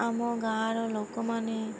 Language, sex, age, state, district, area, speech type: Odia, male, 30-45, Odisha, Malkangiri, urban, spontaneous